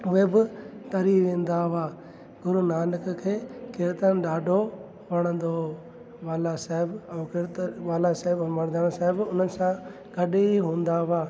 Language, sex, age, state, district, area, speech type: Sindhi, male, 30-45, Gujarat, Junagadh, urban, spontaneous